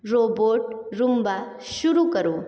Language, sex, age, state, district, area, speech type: Hindi, female, 30-45, Uttar Pradesh, Sonbhadra, rural, read